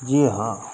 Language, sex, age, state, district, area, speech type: Hindi, male, 30-45, Rajasthan, Karauli, rural, spontaneous